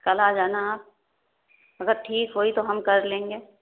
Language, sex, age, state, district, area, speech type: Urdu, female, 30-45, Uttar Pradesh, Ghaziabad, urban, conversation